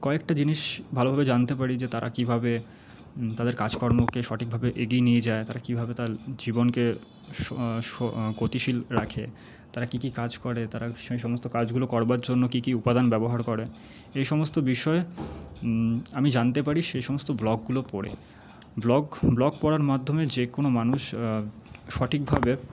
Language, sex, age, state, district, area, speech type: Bengali, male, 30-45, West Bengal, Paschim Bardhaman, urban, spontaneous